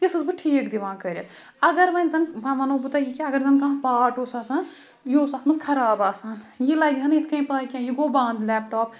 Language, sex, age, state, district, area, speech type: Kashmiri, female, 45-60, Jammu and Kashmir, Ganderbal, rural, spontaneous